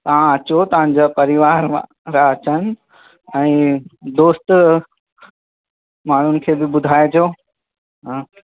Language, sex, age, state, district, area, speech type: Sindhi, male, 30-45, Uttar Pradesh, Lucknow, urban, conversation